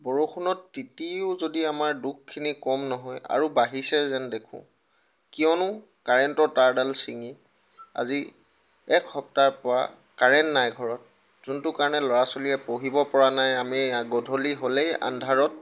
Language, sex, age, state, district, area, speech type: Assamese, male, 18-30, Assam, Tinsukia, rural, spontaneous